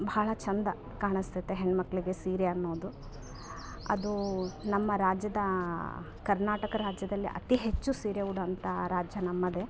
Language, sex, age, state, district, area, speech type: Kannada, female, 30-45, Karnataka, Vijayanagara, rural, spontaneous